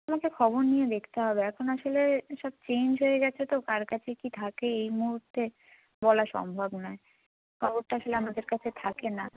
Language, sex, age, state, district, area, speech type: Bengali, female, 18-30, West Bengal, North 24 Parganas, rural, conversation